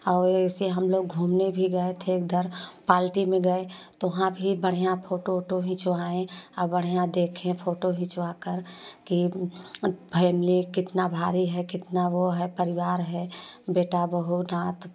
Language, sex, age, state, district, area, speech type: Hindi, female, 45-60, Uttar Pradesh, Prayagraj, rural, spontaneous